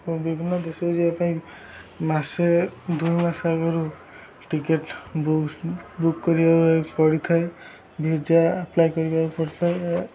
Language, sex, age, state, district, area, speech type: Odia, male, 18-30, Odisha, Jagatsinghpur, rural, spontaneous